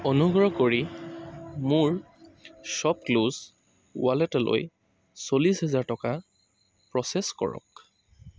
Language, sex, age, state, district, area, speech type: Assamese, male, 18-30, Assam, Tinsukia, rural, read